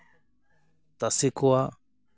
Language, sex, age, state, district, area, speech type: Santali, male, 30-45, West Bengal, Jhargram, rural, spontaneous